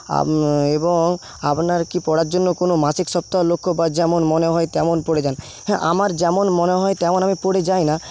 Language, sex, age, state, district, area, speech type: Bengali, male, 18-30, West Bengal, Paschim Medinipur, rural, spontaneous